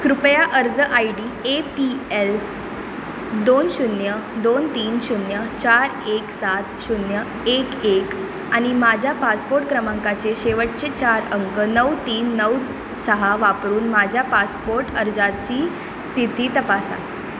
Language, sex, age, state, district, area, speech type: Marathi, female, 18-30, Maharashtra, Mumbai Suburban, urban, read